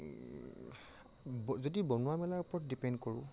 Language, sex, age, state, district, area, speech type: Assamese, male, 45-60, Assam, Morigaon, rural, spontaneous